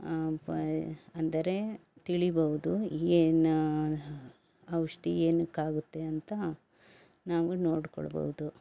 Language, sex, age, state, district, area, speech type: Kannada, female, 60+, Karnataka, Bangalore Urban, rural, spontaneous